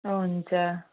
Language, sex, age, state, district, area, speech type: Nepali, female, 30-45, West Bengal, Kalimpong, rural, conversation